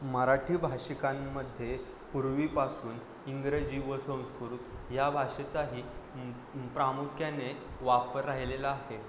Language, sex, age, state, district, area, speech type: Marathi, male, 18-30, Maharashtra, Ratnagiri, rural, spontaneous